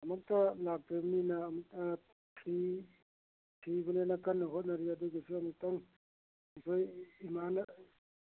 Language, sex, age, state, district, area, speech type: Manipuri, male, 60+, Manipur, Churachandpur, urban, conversation